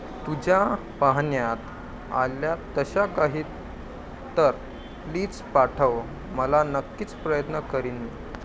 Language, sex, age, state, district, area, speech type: Marathi, male, 18-30, Maharashtra, Wardha, rural, read